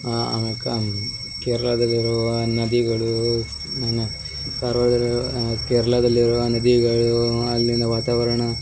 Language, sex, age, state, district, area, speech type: Kannada, male, 18-30, Karnataka, Uttara Kannada, rural, spontaneous